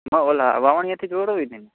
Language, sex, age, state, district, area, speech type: Gujarati, male, 45-60, Gujarat, Morbi, rural, conversation